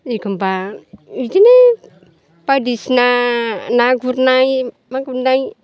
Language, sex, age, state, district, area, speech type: Bodo, female, 60+, Assam, Chirang, urban, spontaneous